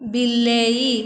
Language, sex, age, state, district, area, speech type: Odia, female, 30-45, Odisha, Dhenkanal, rural, read